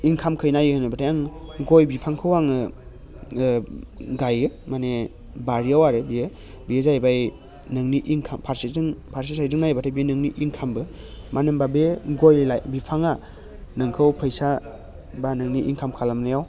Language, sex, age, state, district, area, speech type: Bodo, male, 30-45, Assam, Baksa, urban, spontaneous